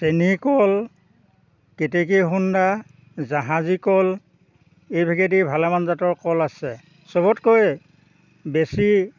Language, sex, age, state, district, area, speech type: Assamese, male, 60+, Assam, Dhemaji, rural, spontaneous